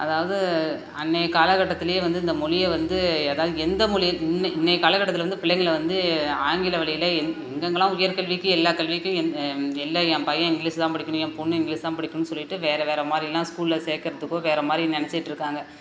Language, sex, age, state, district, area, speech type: Tamil, female, 30-45, Tamil Nadu, Perambalur, rural, spontaneous